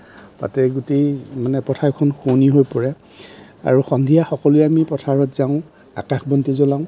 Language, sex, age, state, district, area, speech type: Assamese, male, 45-60, Assam, Darrang, rural, spontaneous